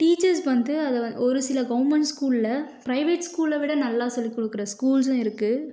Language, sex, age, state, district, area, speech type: Tamil, female, 18-30, Tamil Nadu, Tiruvannamalai, urban, spontaneous